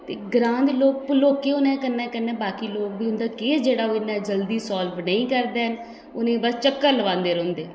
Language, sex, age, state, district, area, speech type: Dogri, female, 30-45, Jammu and Kashmir, Udhampur, rural, spontaneous